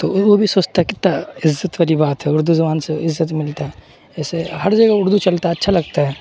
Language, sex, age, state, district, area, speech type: Urdu, male, 18-30, Bihar, Supaul, rural, spontaneous